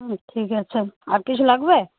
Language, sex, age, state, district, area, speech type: Bengali, female, 30-45, West Bengal, Malda, urban, conversation